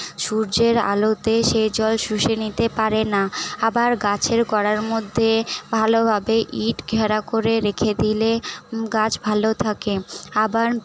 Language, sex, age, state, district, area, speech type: Bengali, female, 18-30, West Bengal, Paschim Bardhaman, rural, spontaneous